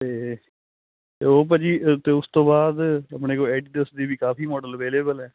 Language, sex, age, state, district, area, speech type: Punjabi, male, 18-30, Punjab, Hoshiarpur, rural, conversation